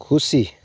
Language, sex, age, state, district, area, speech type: Nepali, male, 30-45, West Bengal, Kalimpong, rural, read